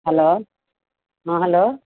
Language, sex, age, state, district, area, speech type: Odia, female, 45-60, Odisha, Sundergarh, rural, conversation